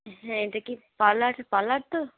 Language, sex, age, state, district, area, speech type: Bengali, female, 18-30, West Bengal, Cooch Behar, rural, conversation